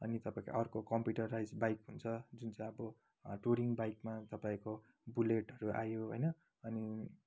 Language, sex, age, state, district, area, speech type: Nepali, male, 30-45, West Bengal, Kalimpong, rural, spontaneous